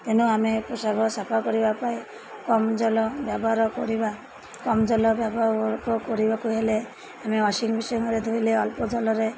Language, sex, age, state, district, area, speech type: Odia, female, 30-45, Odisha, Malkangiri, urban, spontaneous